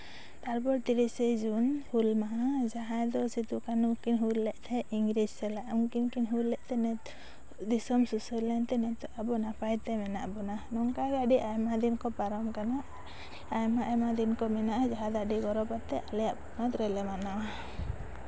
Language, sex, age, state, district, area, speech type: Santali, female, 18-30, West Bengal, Jhargram, rural, spontaneous